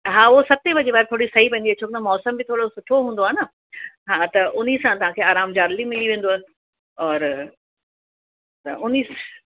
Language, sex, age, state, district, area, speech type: Sindhi, female, 45-60, Uttar Pradesh, Lucknow, urban, conversation